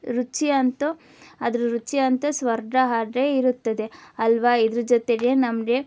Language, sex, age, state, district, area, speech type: Kannada, female, 18-30, Karnataka, Chitradurga, rural, spontaneous